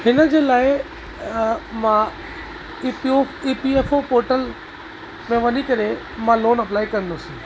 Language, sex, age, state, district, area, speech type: Sindhi, male, 30-45, Uttar Pradesh, Lucknow, rural, spontaneous